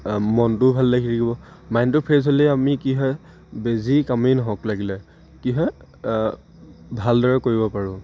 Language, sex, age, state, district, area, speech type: Assamese, male, 18-30, Assam, Lakhimpur, urban, spontaneous